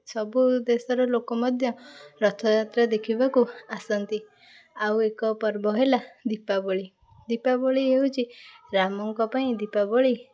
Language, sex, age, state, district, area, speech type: Odia, female, 18-30, Odisha, Puri, urban, spontaneous